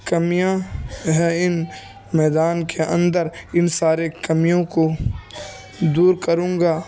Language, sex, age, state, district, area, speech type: Urdu, male, 18-30, Uttar Pradesh, Ghaziabad, rural, spontaneous